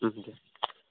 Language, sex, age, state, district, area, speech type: Assamese, male, 18-30, Assam, Morigaon, rural, conversation